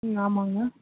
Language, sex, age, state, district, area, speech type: Tamil, female, 18-30, Tamil Nadu, Chennai, urban, conversation